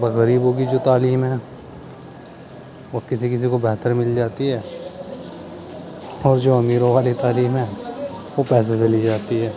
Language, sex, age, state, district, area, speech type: Urdu, male, 30-45, Uttar Pradesh, Muzaffarnagar, urban, spontaneous